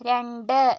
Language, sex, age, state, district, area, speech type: Malayalam, female, 45-60, Kerala, Wayanad, rural, read